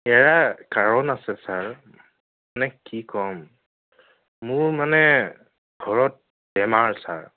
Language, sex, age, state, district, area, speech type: Assamese, male, 30-45, Assam, Nagaon, rural, conversation